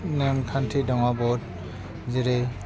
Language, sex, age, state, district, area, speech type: Bodo, male, 45-60, Assam, Udalguri, rural, spontaneous